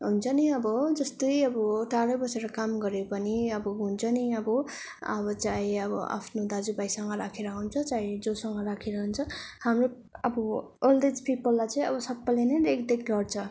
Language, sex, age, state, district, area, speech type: Nepali, female, 18-30, West Bengal, Darjeeling, rural, spontaneous